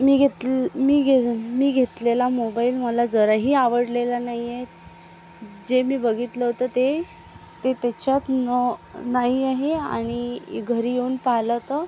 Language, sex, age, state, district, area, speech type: Marathi, female, 18-30, Maharashtra, Akola, rural, spontaneous